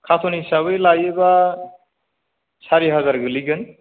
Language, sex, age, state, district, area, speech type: Bodo, male, 45-60, Assam, Chirang, rural, conversation